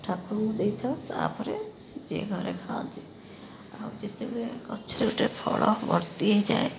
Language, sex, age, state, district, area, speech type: Odia, female, 30-45, Odisha, Rayagada, rural, spontaneous